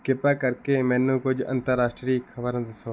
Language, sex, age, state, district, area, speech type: Punjabi, male, 18-30, Punjab, Rupnagar, urban, read